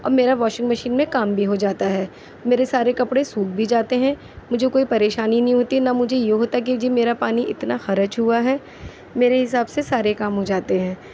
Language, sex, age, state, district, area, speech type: Urdu, female, 30-45, Delhi, Central Delhi, urban, spontaneous